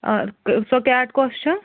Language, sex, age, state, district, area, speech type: Kashmiri, female, 45-60, Jammu and Kashmir, Budgam, rural, conversation